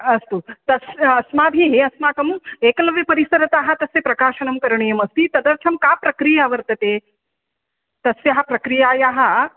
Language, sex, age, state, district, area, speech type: Sanskrit, female, 45-60, Maharashtra, Nagpur, urban, conversation